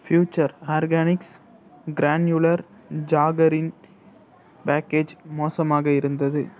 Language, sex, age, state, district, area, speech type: Tamil, female, 30-45, Tamil Nadu, Ariyalur, rural, read